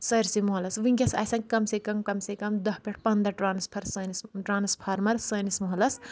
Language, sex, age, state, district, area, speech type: Kashmiri, female, 30-45, Jammu and Kashmir, Anantnag, rural, spontaneous